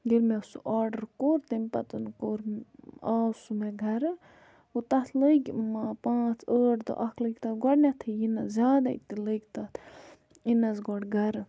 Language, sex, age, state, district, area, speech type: Kashmiri, female, 18-30, Jammu and Kashmir, Budgam, rural, spontaneous